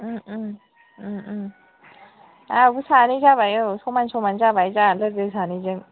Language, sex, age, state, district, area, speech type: Bodo, female, 45-60, Assam, Kokrajhar, urban, conversation